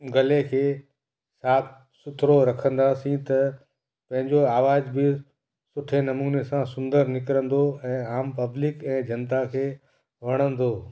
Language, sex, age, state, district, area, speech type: Sindhi, male, 45-60, Gujarat, Kutch, rural, spontaneous